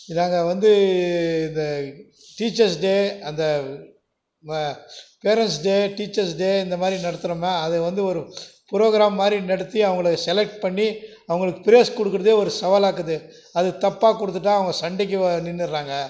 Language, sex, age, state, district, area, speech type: Tamil, male, 60+, Tamil Nadu, Krishnagiri, rural, spontaneous